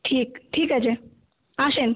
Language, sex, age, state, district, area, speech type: Bengali, female, 18-30, West Bengal, Malda, urban, conversation